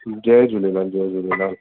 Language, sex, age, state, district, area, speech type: Sindhi, male, 30-45, Maharashtra, Thane, urban, conversation